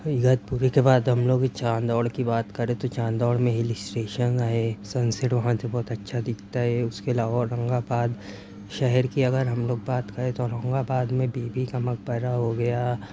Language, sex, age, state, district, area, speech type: Urdu, male, 30-45, Maharashtra, Nashik, urban, spontaneous